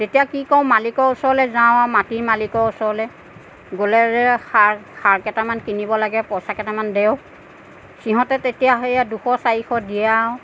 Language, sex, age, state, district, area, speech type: Assamese, female, 45-60, Assam, Nagaon, rural, spontaneous